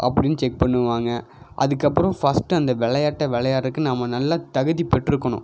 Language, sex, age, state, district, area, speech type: Tamil, male, 18-30, Tamil Nadu, Coimbatore, urban, spontaneous